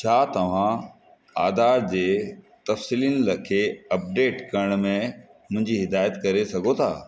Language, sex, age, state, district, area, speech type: Sindhi, male, 45-60, Rajasthan, Ajmer, urban, read